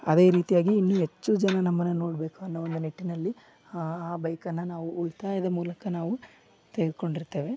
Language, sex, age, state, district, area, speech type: Kannada, male, 18-30, Karnataka, Koppal, urban, spontaneous